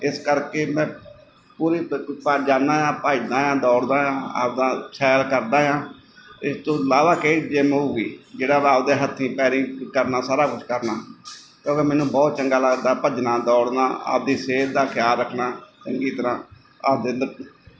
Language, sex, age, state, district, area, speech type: Punjabi, male, 45-60, Punjab, Mansa, urban, spontaneous